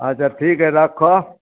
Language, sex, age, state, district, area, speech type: Maithili, male, 60+, Bihar, Samastipur, rural, conversation